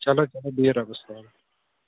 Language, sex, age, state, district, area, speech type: Kashmiri, male, 30-45, Jammu and Kashmir, Kulgam, urban, conversation